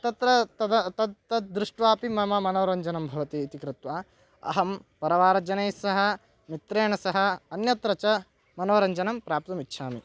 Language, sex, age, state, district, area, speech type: Sanskrit, male, 18-30, Karnataka, Bagalkot, rural, spontaneous